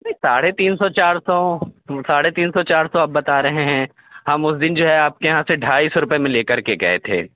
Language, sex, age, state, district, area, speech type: Urdu, male, 18-30, Bihar, Saharsa, rural, conversation